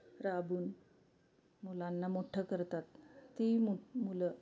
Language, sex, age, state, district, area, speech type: Marathi, female, 45-60, Maharashtra, Osmanabad, rural, spontaneous